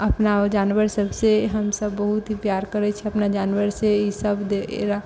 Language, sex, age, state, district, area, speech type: Maithili, female, 30-45, Bihar, Sitamarhi, rural, spontaneous